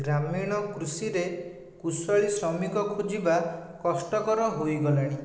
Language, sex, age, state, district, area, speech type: Odia, male, 45-60, Odisha, Dhenkanal, rural, spontaneous